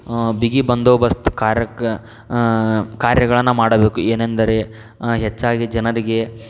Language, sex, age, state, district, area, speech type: Kannada, male, 30-45, Karnataka, Tumkur, urban, spontaneous